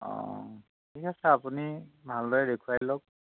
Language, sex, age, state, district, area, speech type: Assamese, male, 45-60, Assam, Majuli, rural, conversation